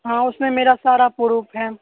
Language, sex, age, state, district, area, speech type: Hindi, male, 18-30, Bihar, Darbhanga, rural, conversation